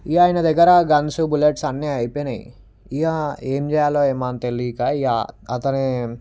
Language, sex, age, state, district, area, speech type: Telugu, male, 18-30, Telangana, Vikarabad, urban, spontaneous